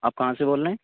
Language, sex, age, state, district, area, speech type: Urdu, male, 18-30, Uttar Pradesh, Shahjahanpur, rural, conversation